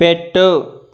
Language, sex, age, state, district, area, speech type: Telugu, male, 18-30, Andhra Pradesh, East Godavari, urban, read